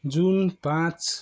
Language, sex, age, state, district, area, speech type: Nepali, male, 18-30, West Bengal, Kalimpong, rural, spontaneous